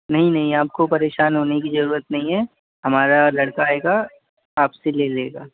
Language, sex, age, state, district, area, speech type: Hindi, male, 18-30, Madhya Pradesh, Gwalior, urban, conversation